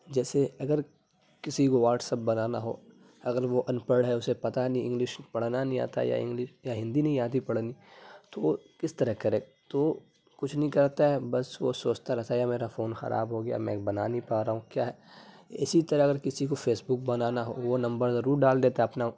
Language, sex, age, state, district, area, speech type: Urdu, male, 30-45, Uttar Pradesh, Lucknow, rural, spontaneous